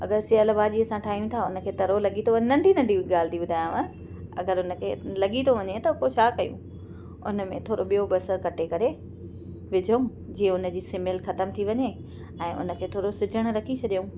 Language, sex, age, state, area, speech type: Sindhi, female, 30-45, Maharashtra, urban, spontaneous